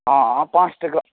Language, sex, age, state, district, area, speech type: Maithili, male, 18-30, Bihar, Saharsa, rural, conversation